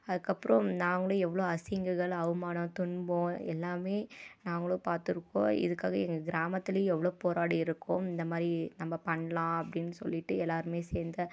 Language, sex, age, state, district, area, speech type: Tamil, female, 30-45, Tamil Nadu, Dharmapuri, rural, spontaneous